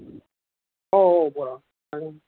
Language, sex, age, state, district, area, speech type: Marathi, male, 60+, Maharashtra, Nanded, urban, conversation